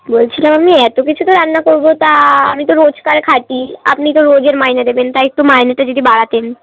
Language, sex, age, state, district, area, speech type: Bengali, female, 18-30, West Bengal, Darjeeling, urban, conversation